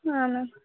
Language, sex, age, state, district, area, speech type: Kannada, female, 18-30, Karnataka, Bellary, rural, conversation